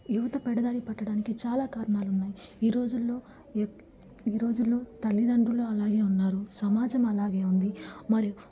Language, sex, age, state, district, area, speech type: Telugu, female, 18-30, Andhra Pradesh, Nellore, rural, spontaneous